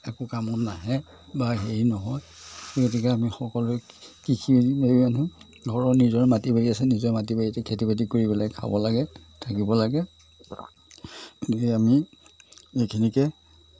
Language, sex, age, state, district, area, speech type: Assamese, male, 60+, Assam, Majuli, urban, spontaneous